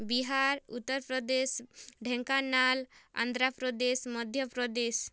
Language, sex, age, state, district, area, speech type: Odia, female, 18-30, Odisha, Kalahandi, rural, spontaneous